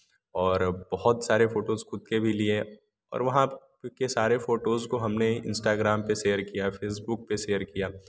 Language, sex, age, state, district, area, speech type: Hindi, male, 18-30, Uttar Pradesh, Varanasi, rural, spontaneous